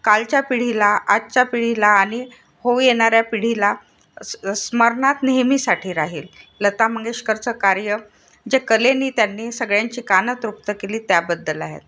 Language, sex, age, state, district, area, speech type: Marathi, female, 60+, Maharashtra, Nagpur, urban, spontaneous